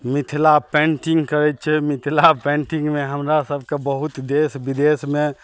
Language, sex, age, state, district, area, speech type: Maithili, male, 45-60, Bihar, Madhubani, rural, spontaneous